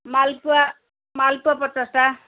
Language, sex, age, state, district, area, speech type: Odia, female, 45-60, Odisha, Angul, rural, conversation